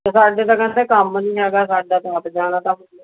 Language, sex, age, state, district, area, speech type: Punjabi, female, 45-60, Punjab, Mohali, urban, conversation